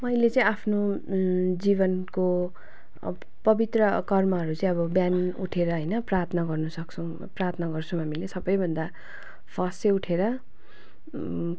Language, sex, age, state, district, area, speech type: Nepali, female, 30-45, West Bengal, Darjeeling, rural, spontaneous